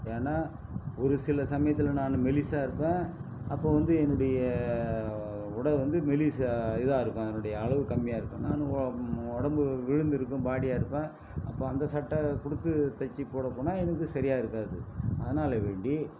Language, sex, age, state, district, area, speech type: Tamil, male, 60+, Tamil Nadu, Viluppuram, rural, spontaneous